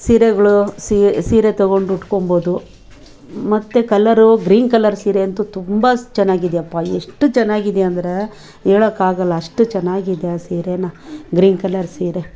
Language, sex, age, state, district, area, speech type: Kannada, female, 45-60, Karnataka, Bangalore Urban, rural, spontaneous